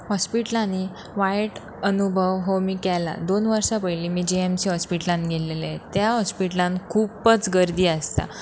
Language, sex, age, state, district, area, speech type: Goan Konkani, female, 18-30, Goa, Pernem, rural, spontaneous